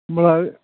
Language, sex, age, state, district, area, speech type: Bodo, male, 45-60, Assam, Chirang, rural, conversation